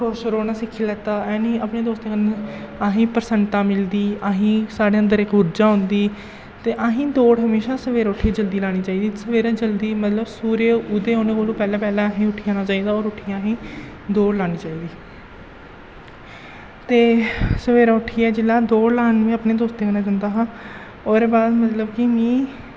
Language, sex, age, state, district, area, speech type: Dogri, male, 18-30, Jammu and Kashmir, Jammu, rural, spontaneous